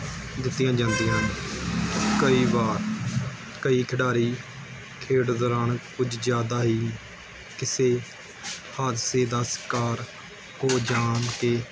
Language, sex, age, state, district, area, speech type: Punjabi, male, 18-30, Punjab, Gurdaspur, urban, spontaneous